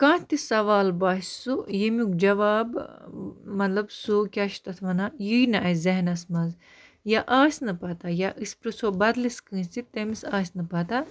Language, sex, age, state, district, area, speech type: Kashmiri, female, 30-45, Jammu and Kashmir, Baramulla, rural, spontaneous